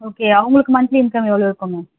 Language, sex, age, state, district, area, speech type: Tamil, female, 18-30, Tamil Nadu, Chennai, urban, conversation